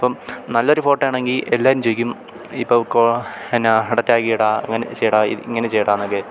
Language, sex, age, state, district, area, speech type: Malayalam, male, 18-30, Kerala, Idukki, rural, spontaneous